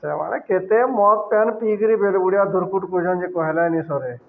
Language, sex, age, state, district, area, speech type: Odia, male, 30-45, Odisha, Balangir, urban, spontaneous